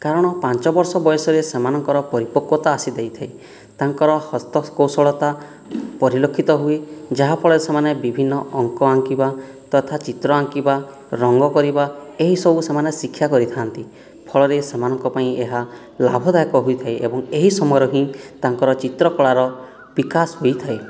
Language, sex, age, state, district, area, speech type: Odia, male, 18-30, Odisha, Boudh, rural, spontaneous